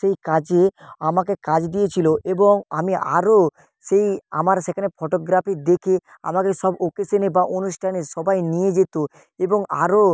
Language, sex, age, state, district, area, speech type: Bengali, male, 30-45, West Bengal, Nadia, rural, spontaneous